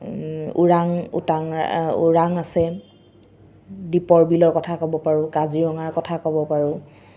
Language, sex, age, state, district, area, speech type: Assamese, female, 18-30, Assam, Kamrup Metropolitan, urban, spontaneous